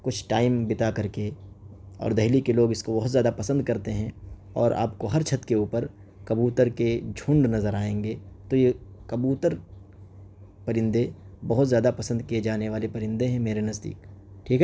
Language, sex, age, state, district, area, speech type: Urdu, male, 18-30, Delhi, East Delhi, urban, spontaneous